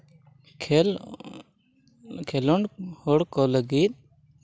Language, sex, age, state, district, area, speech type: Santali, male, 18-30, Jharkhand, East Singhbhum, rural, spontaneous